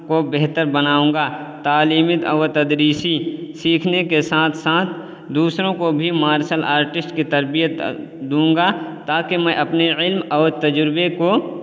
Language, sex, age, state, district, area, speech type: Urdu, male, 18-30, Uttar Pradesh, Balrampur, rural, spontaneous